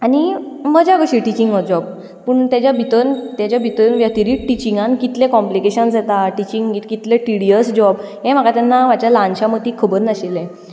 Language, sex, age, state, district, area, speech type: Goan Konkani, female, 18-30, Goa, Ponda, rural, spontaneous